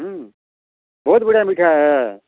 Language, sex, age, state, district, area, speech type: Odia, male, 45-60, Odisha, Bargarh, urban, conversation